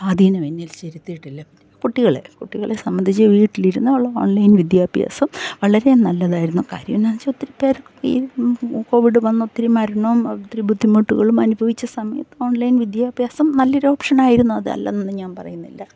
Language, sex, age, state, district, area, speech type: Malayalam, female, 60+, Kerala, Pathanamthitta, rural, spontaneous